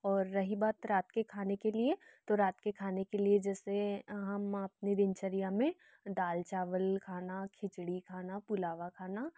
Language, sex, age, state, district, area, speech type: Hindi, female, 18-30, Madhya Pradesh, Betul, rural, spontaneous